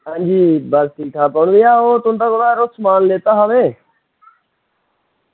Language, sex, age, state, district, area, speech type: Dogri, male, 30-45, Jammu and Kashmir, Reasi, rural, conversation